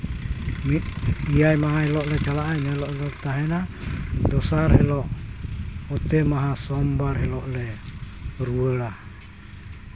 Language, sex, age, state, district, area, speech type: Santali, male, 60+, Jharkhand, East Singhbhum, rural, spontaneous